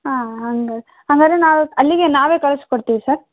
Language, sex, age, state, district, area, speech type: Kannada, female, 18-30, Karnataka, Davanagere, rural, conversation